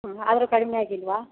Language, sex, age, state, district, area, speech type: Kannada, female, 60+, Karnataka, Kodagu, rural, conversation